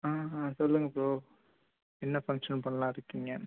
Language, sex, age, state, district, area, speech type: Tamil, male, 18-30, Tamil Nadu, Viluppuram, urban, conversation